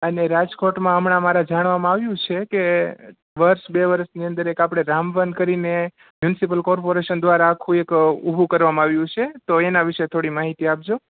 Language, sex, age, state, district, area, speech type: Gujarati, male, 18-30, Gujarat, Rajkot, urban, conversation